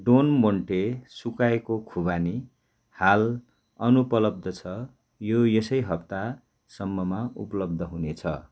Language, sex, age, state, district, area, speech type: Nepali, male, 60+, West Bengal, Darjeeling, rural, read